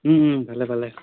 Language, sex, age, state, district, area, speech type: Assamese, male, 18-30, Assam, Tinsukia, rural, conversation